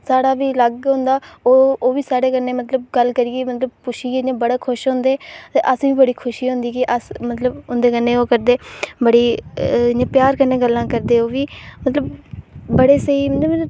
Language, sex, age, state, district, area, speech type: Dogri, female, 18-30, Jammu and Kashmir, Reasi, rural, spontaneous